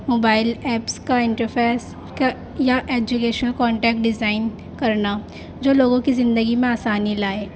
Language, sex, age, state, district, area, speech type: Urdu, female, 18-30, Delhi, North East Delhi, urban, spontaneous